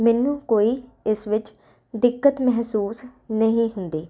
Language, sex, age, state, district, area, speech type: Punjabi, female, 18-30, Punjab, Ludhiana, urban, spontaneous